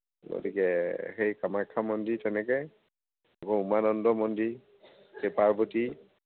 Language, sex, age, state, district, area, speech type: Assamese, male, 60+, Assam, Majuli, urban, conversation